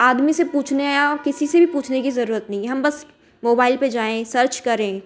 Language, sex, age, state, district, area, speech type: Hindi, female, 18-30, Madhya Pradesh, Ujjain, urban, spontaneous